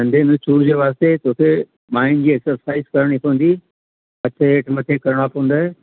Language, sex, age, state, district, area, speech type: Sindhi, male, 60+, Uttar Pradesh, Lucknow, urban, conversation